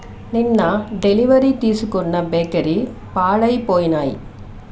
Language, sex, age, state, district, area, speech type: Telugu, female, 60+, Andhra Pradesh, Chittoor, rural, read